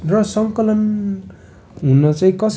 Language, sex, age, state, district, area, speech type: Nepali, male, 18-30, West Bengal, Darjeeling, rural, spontaneous